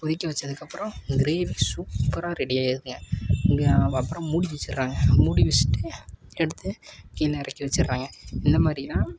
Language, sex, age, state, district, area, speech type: Tamil, male, 18-30, Tamil Nadu, Tiruppur, rural, spontaneous